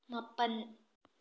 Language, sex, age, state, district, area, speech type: Manipuri, female, 18-30, Manipur, Tengnoupal, rural, read